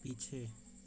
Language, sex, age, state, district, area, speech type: Hindi, male, 30-45, Uttar Pradesh, Azamgarh, rural, read